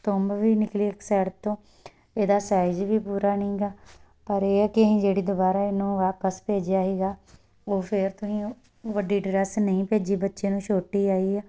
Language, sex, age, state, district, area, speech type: Punjabi, female, 18-30, Punjab, Tarn Taran, rural, spontaneous